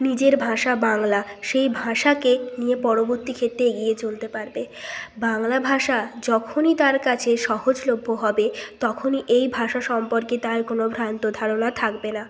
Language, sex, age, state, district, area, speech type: Bengali, female, 18-30, West Bengal, Bankura, urban, spontaneous